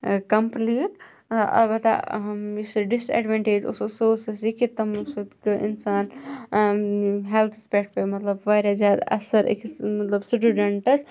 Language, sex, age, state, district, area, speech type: Kashmiri, female, 18-30, Jammu and Kashmir, Kupwara, urban, spontaneous